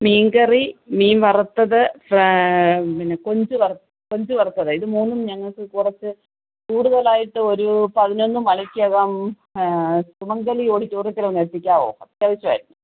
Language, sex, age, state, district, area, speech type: Malayalam, female, 45-60, Kerala, Kottayam, rural, conversation